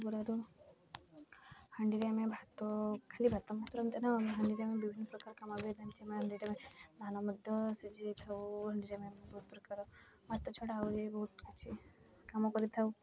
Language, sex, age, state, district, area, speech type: Odia, female, 18-30, Odisha, Mayurbhanj, rural, spontaneous